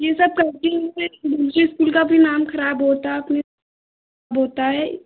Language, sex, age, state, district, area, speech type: Hindi, female, 30-45, Uttar Pradesh, Lucknow, rural, conversation